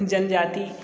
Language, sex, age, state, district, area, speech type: Hindi, male, 60+, Uttar Pradesh, Sonbhadra, rural, spontaneous